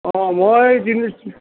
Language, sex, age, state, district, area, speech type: Assamese, male, 60+, Assam, Tinsukia, rural, conversation